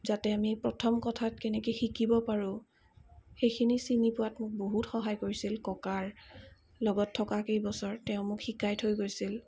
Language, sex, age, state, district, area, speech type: Assamese, female, 45-60, Assam, Darrang, urban, spontaneous